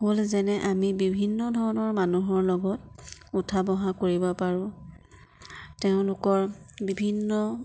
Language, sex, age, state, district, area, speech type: Assamese, female, 30-45, Assam, Nagaon, rural, spontaneous